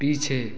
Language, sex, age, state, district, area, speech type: Hindi, male, 18-30, Bihar, Vaishali, rural, read